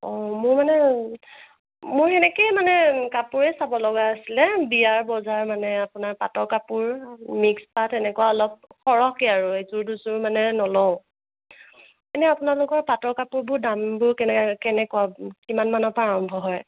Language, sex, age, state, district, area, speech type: Assamese, female, 18-30, Assam, Sonitpur, rural, conversation